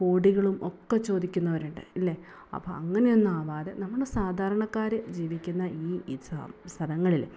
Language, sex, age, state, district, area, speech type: Malayalam, female, 30-45, Kerala, Malappuram, rural, spontaneous